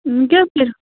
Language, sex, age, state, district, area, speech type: Kashmiri, female, 30-45, Jammu and Kashmir, Bandipora, rural, conversation